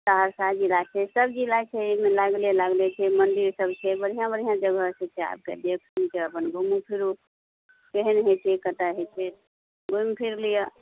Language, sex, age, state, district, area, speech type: Maithili, female, 45-60, Bihar, Araria, rural, conversation